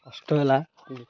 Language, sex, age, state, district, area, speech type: Odia, male, 30-45, Odisha, Malkangiri, urban, spontaneous